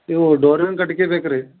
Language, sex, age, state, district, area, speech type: Kannada, male, 30-45, Karnataka, Bidar, urban, conversation